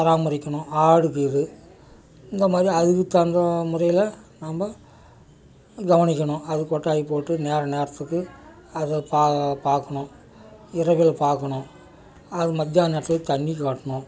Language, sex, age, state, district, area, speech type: Tamil, male, 60+, Tamil Nadu, Dharmapuri, urban, spontaneous